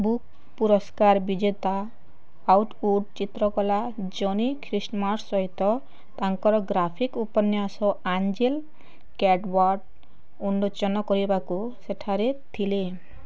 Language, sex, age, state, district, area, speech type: Odia, female, 18-30, Odisha, Bargarh, rural, read